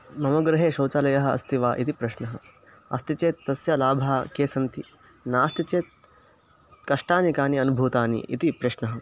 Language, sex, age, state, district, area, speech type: Sanskrit, male, 18-30, Karnataka, Chikkamagaluru, rural, spontaneous